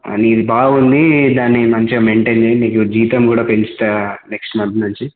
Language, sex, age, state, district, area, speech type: Telugu, male, 18-30, Telangana, Komaram Bheem, urban, conversation